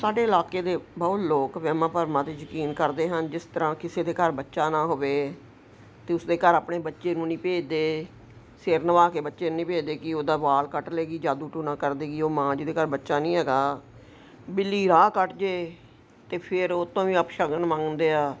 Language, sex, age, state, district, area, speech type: Punjabi, female, 60+, Punjab, Ludhiana, urban, spontaneous